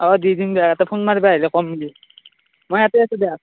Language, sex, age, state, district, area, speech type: Assamese, male, 30-45, Assam, Darrang, rural, conversation